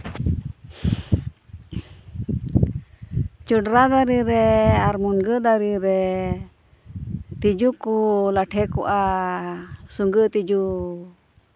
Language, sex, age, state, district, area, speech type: Santali, female, 60+, West Bengal, Purba Bardhaman, rural, spontaneous